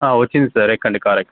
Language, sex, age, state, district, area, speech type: Telugu, male, 18-30, Telangana, Mancherial, rural, conversation